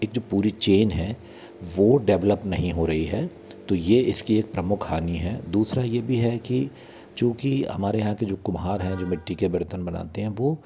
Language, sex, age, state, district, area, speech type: Hindi, male, 60+, Madhya Pradesh, Bhopal, urban, spontaneous